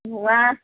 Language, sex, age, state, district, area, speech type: Bodo, female, 45-60, Assam, Kokrajhar, urban, conversation